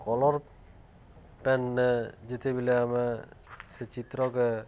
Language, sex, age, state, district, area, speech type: Odia, male, 45-60, Odisha, Nuapada, urban, spontaneous